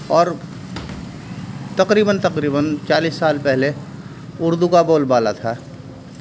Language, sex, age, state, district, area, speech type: Urdu, male, 60+, Uttar Pradesh, Muzaffarnagar, urban, spontaneous